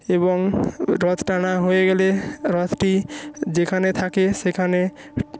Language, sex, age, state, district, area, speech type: Bengali, male, 45-60, West Bengal, Nadia, rural, spontaneous